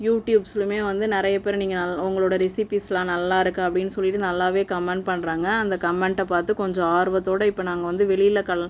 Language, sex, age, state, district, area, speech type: Tamil, male, 45-60, Tamil Nadu, Cuddalore, rural, spontaneous